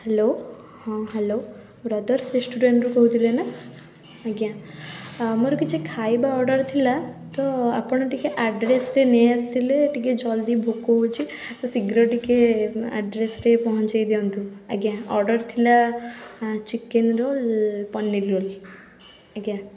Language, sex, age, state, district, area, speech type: Odia, female, 18-30, Odisha, Puri, urban, spontaneous